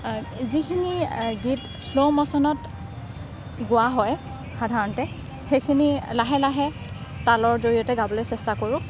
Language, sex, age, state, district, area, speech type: Assamese, female, 45-60, Assam, Morigaon, rural, spontaneous